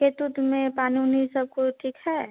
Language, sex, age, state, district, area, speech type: Hindi, female, 18-30, Bihar, Samastipur, urban, conversation